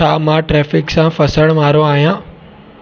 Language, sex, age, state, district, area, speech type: Sindhi, male, 18-30, Maharashtra, Mumbai Suburban, urban, read